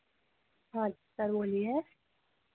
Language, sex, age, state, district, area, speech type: Hindi, female, 18-30, Madhya Pradesh, Harda, urban, conversation